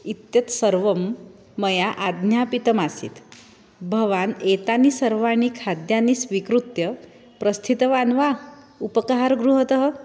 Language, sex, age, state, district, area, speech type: Sanskrit, female, 30-45, Maharashtra, Nagpur, urban, spontaneous